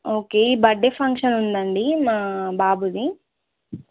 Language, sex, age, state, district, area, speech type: Telugu, female, 18-30, Telangana, Nizamabad, rural, conversation